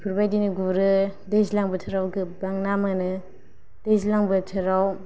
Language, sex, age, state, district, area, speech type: Bodo, female, 18-30, Assam, Kokrajhar, rural, spontaneous